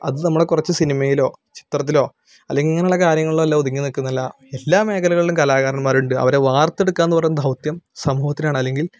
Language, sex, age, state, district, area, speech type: Malayalam, male, 18-30, Kerala, Malappuram, rural, spontaneous